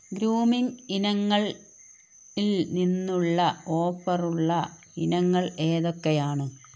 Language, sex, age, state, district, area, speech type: Malayalam, female, 45-60, Kerala, Wayanad, rural, read